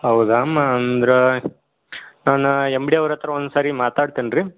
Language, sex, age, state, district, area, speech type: Kannada, male, 18-30, Karnataka, Dharwad, urban, conversation